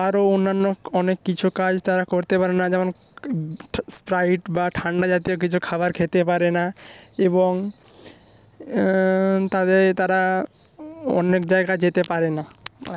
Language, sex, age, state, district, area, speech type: Bengali, male, 45-60, West Bengal, Nadia, rural, spontaneous